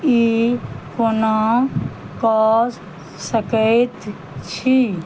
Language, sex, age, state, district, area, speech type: Maithili, female, 60+, Bihar, Madhubani, rural, read